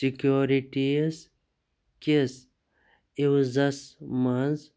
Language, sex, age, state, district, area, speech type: Kashmiri, male, 30-45, Jammu and Kashmir, Pulwama, rural, read